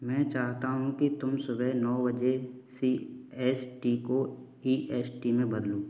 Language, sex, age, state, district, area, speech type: Hindi, male, 18-30, Rajasthan, Bharatpur, rural, read